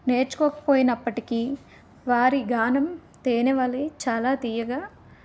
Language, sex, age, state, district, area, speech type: Telugu, female, 18-30, Andhra Pradesh, Vizianagaram, rural, spontaneous